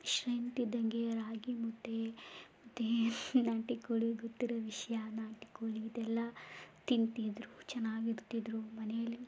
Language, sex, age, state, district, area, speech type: Kannada, female, 18-30, Karnataka, Chamarajanagar, rural, spontaneous